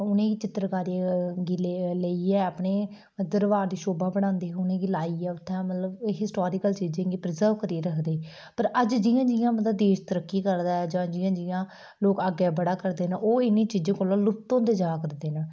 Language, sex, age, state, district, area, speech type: Dogri, female, 18-30, Jammu and Kashmir, Udhampur, rural, spontaneous